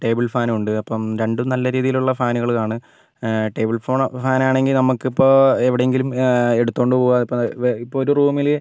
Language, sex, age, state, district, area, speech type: Malayalam, male, 60+, Kerala, Wayanad, rural, spontaneous